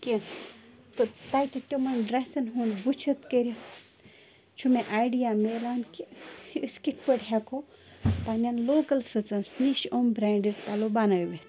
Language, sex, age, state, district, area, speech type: Kashmiri, female, 18-30, Jammu and Kashmir, Bandipora, rural, spontaneous